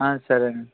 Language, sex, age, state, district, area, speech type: Telugu, male, 18-30, Andhra Pradesh, Eluru, rural, conversation